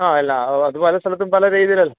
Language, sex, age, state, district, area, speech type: Malayalam, male, 30-45, Kerala, Kollam, rural, conversation